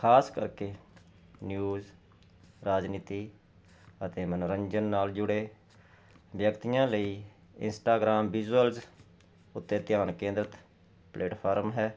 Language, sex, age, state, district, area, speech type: Punjabi, male, 45-60, Punjab, Jalandhar, urban, spontaneous